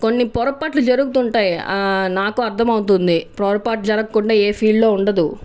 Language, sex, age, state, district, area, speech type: Telugu, female, 18-30, Andhra Pradesh, Annamaya, urban, spontaneous